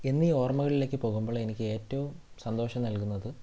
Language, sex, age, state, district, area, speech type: Malayalam, male, 18-30, Kerala, Thiruvananthapuram, rural, spontaneous